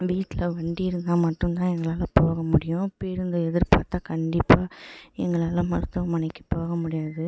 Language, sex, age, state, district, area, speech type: Tamil, female, 18-30, Tamil Nadu, Tiruvannamalai, rural, spontaneous